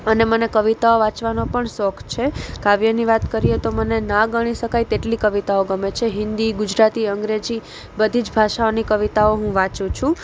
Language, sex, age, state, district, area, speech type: Gujarati, female, 18-30, Gujarat, Junagadh, urban, spontaneous